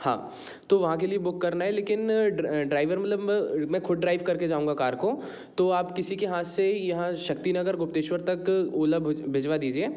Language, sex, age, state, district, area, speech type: Hindi, male, 30-45, Madhya Pradesh, Jabalpur, urban, spontaneous